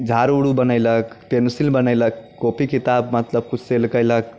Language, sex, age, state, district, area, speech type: Maithili, male, 30-45, Bihar, Muzaffarpur, rural, spontaneous